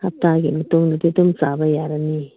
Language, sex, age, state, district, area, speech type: Manipuri, female, 18-30, Manipur, Kangpokpi, urban, conversation